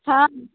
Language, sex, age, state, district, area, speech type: Maithili, female, 18-30, Bihar, Muzaffarpur, rural, conversation